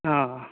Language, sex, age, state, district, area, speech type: Maithili, male, 60+, Bihar, Saharsa, urban, conversation